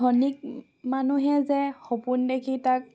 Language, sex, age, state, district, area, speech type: Assamese, female, 18-30, Assam, Sivasagar, urban, spontaneous